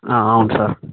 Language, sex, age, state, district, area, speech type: Telugu, male, 30-45, Andhra Pradesh, Visakhapatnam, rural, conversation